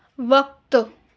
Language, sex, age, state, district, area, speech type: Urdu, female, 18-30, Delhi, Central Delhi, urban, read